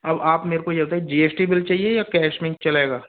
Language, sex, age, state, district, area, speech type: Hindi, male, 60+, Rajasthan, Jaipur, urban, conversation